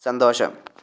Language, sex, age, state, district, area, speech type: Malayalam, male, 18-30, Kerala, Wayanad, rural, read